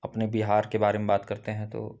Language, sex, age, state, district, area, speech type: Hindi, male, 30-45, Uttar Pradesh, Chandauli, rural, spontaneous